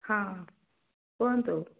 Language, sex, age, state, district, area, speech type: Odia, female, 60+, Odisha, Jharsuguda, rural, conversation